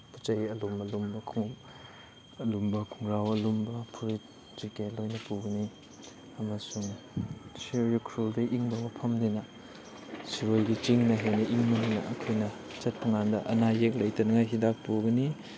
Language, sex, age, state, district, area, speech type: Manipuri, male, 18-30, Manipur, Chandel, rural, spontaneous